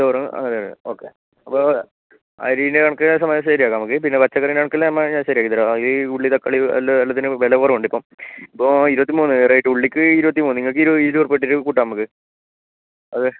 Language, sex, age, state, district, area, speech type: Malayalam, male, 18-30, Kerala, Kasaragod, rural, conversation